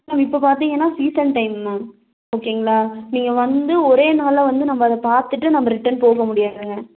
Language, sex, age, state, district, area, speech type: Tamil, female, 18-30, Tamil Nadu, Nilgiris, rural, conversation